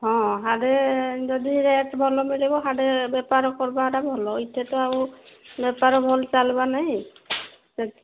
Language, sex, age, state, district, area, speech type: Odia, female, 30-45, Odisha, Sambalpur, rural, conversation